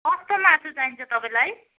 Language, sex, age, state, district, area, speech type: Nepali, female, 60+, West Bengal, Kalimpong, rural, conversation